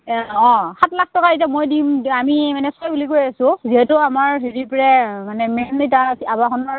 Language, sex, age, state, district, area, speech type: Assamese, female, 18-30, Assam, Udalguri, rural, conversation